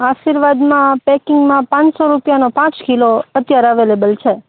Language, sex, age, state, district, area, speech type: Gujarati, female, 18-30, Gujarat, Rajkot, urban, conversation